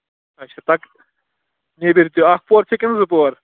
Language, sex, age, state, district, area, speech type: Kashmiri, male, 18-30, Jammu and Kashmir, Kulgam, rural, conversation